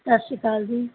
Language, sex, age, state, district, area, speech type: Punjabi, female, 18-30, Punjab, Barnala, rural, conversation